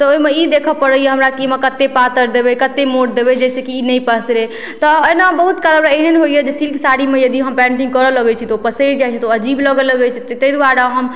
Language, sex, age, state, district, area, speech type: Maithili, female, 18-30, Bihar, Madhubani, rural, spontaneous